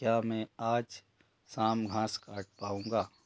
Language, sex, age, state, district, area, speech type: Hindi, male, 45-60, Madhya Pradesh, Betul, rural, read